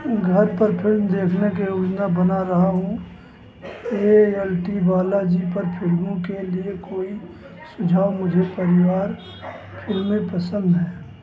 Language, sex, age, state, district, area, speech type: Hindi, male, 60+, Uttar Pradesh, Ayodhya, rural, read